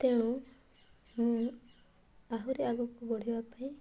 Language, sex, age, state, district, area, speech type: Odia, female, 18-30, Odisha, Mayurbhanj, rural, spontaneous